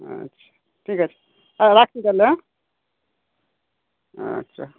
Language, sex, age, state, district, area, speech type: Bengali, male, 60+, West Bengal, Purba Bardhaman, urban, conversation